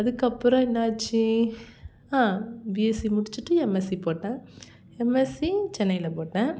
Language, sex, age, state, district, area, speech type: Tamil, female, 18-30, Tamil Nadu, Thanjavur, rural, spontaneous